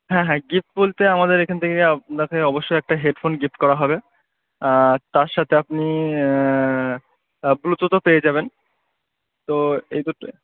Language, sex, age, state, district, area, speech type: Bengali, male, 18-30, West Bengal, Murshidabad, urban, conversation